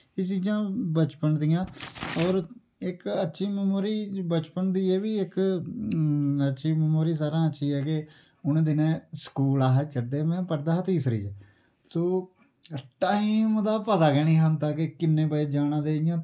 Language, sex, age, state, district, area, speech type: Dogri, male, 30-45, Jammu and Kashmir, Udhampur, rural, spontaneous